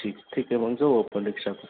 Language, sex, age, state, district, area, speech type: Marathi, male, 30-45, Maharashtra, Jalna, rural, conversation